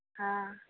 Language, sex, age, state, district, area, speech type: Maithili, female, 60+, Bihar, Saharsa, rural, conversation